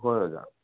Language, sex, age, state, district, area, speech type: Manipuri, male, 30-45, Manipur, Senapati, rural, conversation